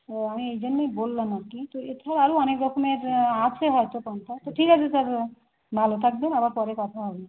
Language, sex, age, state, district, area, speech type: Bengali, female, 30-45, West Bengal, Howrah, urban, conversation